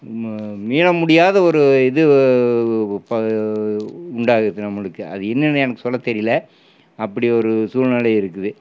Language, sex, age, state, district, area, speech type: Tamil, male, 60+, Tamil Nadu, Erode, urban, spontaneous